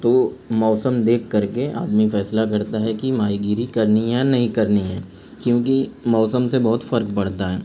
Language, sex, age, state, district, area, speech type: Urdu, male, 30-45, Uttar Pradesh, Azamgarh, rural, spontaneous